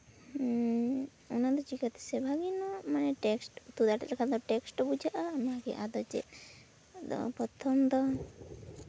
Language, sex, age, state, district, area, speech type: Santali, female, 18-30, West Bengal, Purulia, rural, spontaneous